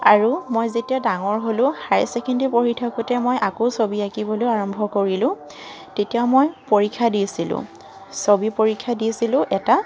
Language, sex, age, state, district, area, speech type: Assamese, female, 45-60, Assam, Charaideo, urban, spontaneous